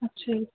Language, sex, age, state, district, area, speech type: Punjabi, female, 18-30, Punjab, Ludhiana, urban, conversation